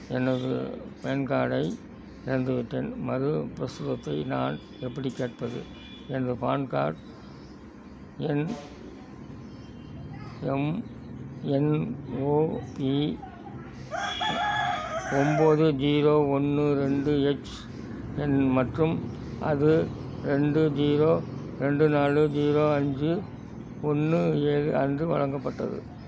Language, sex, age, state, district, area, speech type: Tamil, male, 60+, Tamil Nadu, Thanjavur, rural, read